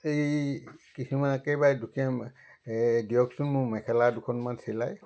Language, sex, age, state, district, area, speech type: Assamese, male, 60+, Assam, Charaideo, rural, spontaneous